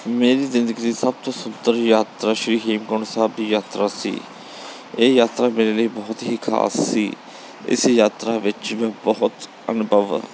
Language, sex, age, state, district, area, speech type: Punjabi, male, 30-45, Punjab, Bathinda, urban, spontaneous